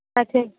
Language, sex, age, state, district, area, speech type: Punjabi, female, 30-45, Punjab, Kapurthala, urban, conversation